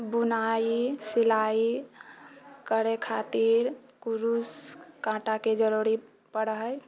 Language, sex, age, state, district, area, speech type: Maithili, female, 18-30, Bihar, Purnia, rural, spontaneous